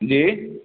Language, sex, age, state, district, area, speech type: Urdu, male, 30-45, Bihar, Saharsa, rural, conversation